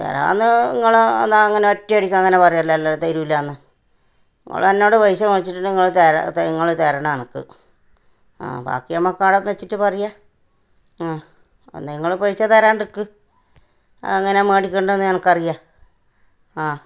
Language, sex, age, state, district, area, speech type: Malayalam, female, 60+, Kerala, Kannur, rural, spontaneous